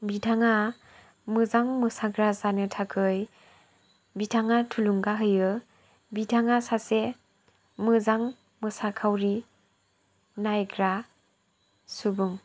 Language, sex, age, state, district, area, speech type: Bodo, female, 18-30, Assam, Chirang, urban, spontaneous